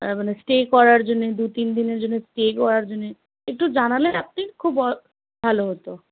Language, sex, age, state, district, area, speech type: Bengali, female, 18-30, West Bengal, Malda, rural, conversation